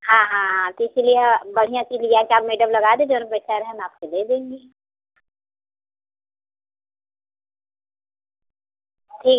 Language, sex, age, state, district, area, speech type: Hindi, female, 45-60, Uttar Pradesh, Prayagraj, rural, conversation